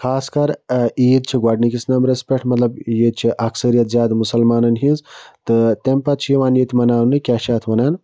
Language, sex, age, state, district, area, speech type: Kashmiri, male, 60+, Jammu and Kashmir, Budgam, rural, spontaneous